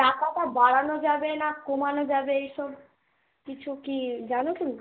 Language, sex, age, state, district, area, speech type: Bengali, female, 18-30, West Bengal, Malda, urban, conversation